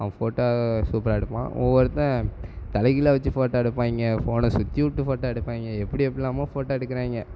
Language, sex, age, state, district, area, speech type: Tamil, male, 18-30, Tamil Nadu, Tirunelveli, rural, spontaneous